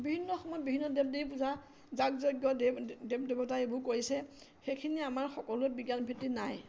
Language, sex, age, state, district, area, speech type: Assamese, female, 60+, Assam, Majuli, urban, spontaneous